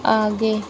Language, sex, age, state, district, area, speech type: Hindi, female, 18-30, Uttar Pradesh, Sonbhadra, rural, read